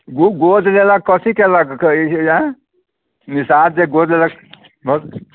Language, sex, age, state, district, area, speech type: Maithili, male, 60+, Bihar, Muzaffarpur, urban, conversation